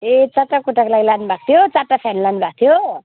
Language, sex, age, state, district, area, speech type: Nepali, female, 30-45, West Bengal, Jalpaiguri, rural, conversation